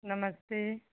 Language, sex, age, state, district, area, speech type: Hindi, female, 45-60, Uttar Pradesh, Sitapur, rural, conversation